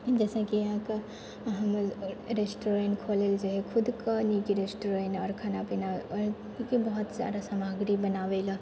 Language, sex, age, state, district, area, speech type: Maithili, female, 18-30, Bihar, Purnia, rural, spontaneous